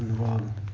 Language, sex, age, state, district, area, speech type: Punjabi, male, 45-60, Punjab, Hoshiarpur, rural, spontaneous